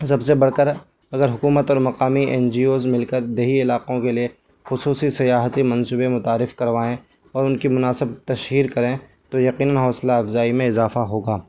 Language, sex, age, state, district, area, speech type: Urdu, male, 18-30, Delhi, New Delhi, rural, spontaneous